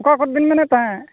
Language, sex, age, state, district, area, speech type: Santali, male, 45-60, Odisha, Mayurbhanj, rural, conversation